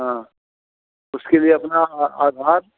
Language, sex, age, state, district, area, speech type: Hindi, male, 60+, Uttar Pradesh, Mirzapur, urban, conversation